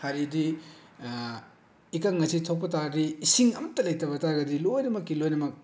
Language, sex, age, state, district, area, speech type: Manipuri, male, 18-30, Manipur, Bishnupur, rural, spontaneous